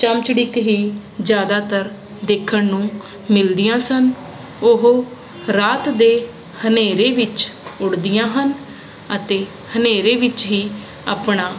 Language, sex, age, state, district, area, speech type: Punjabi, female, 30-45, Punjab, Ludhiana, urban, spontaneous